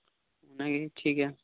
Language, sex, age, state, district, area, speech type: Santali, male, 18-30, West Bengal, Birbhum, rural, conversation